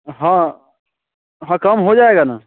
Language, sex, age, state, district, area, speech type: Hindi, male, 30-45, Bihar, Muzaffarpur, rural, conversation